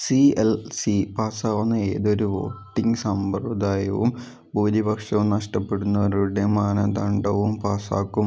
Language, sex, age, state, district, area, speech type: Malayalam, male, 18-30, Kerala, Wayanad, rural, read